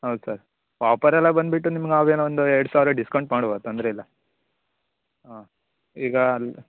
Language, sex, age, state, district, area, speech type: Kannada, male, 18-30, Karnataka, Uttara Kannada, rural, conversation